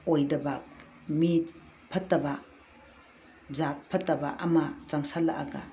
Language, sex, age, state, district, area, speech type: Manipuri, female, 60+, Manipur, Ukhrul, rural, spontaneous